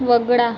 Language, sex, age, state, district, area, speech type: Marathi, female, 30-45, Maharashtra, Nagpur, urban, read